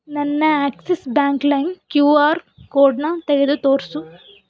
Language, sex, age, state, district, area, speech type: Kannada, female, 18-30, Karnataka, Davanagere, urban, read